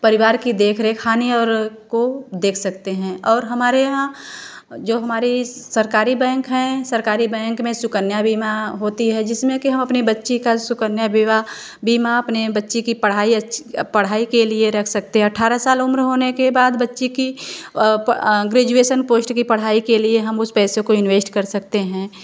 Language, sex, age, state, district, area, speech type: Hindi, female, 30-45, Uttar Pradesh, Varanasi, rural, spontaneous